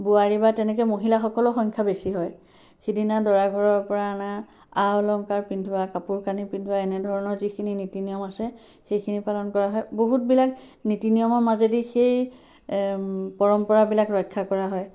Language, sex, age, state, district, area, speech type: Assamese, female, 45-60, Assam, Sivasagar, rural, spontaneous